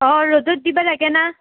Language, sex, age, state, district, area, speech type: Assamese, female, 18-30, Assam, Nalbari, rural, conversation